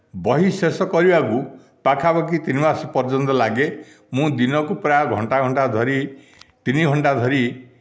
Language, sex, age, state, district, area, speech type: Odia, male, 60+, Odisha, Dhenkanal, rural, spontaneous